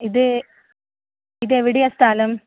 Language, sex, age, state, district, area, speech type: Malayalam, female, 18-30, Kerala, Kannur, rural, conversation